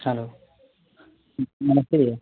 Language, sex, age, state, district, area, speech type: Hindi, male, 18-30, Uttar Pradesh, Mau, rural, conversation